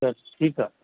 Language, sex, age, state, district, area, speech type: Sindhi, male, 60+, Delhi, South Delhi, urban, conversation